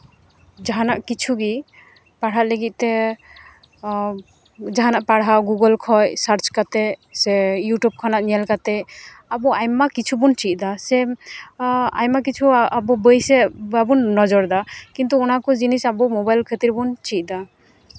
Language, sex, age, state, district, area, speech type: Santali, female, 18-30, West Bengal, Uttar Dinajpur, rural, spontaneous